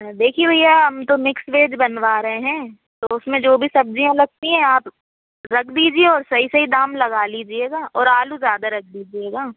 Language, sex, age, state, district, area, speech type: Hindi, female, 45-60, Madhya Pradesh, Bhopal, urban, conversation